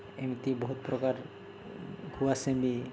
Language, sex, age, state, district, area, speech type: Odia, male, 30-45, Odisha, Balangir, urban, spontaneous